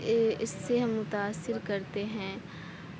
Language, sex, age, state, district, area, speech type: Urdu, female, 18-30, Uttar Pradesh, Aligarh, rural, spontaneous